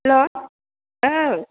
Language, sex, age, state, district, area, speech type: Bodo, female, 45-60, Assam, Chirang, rural, conversation